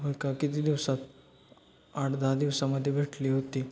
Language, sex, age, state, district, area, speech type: Marathi, male, 18-30, Maharashtra, Satara, urban, spontaneous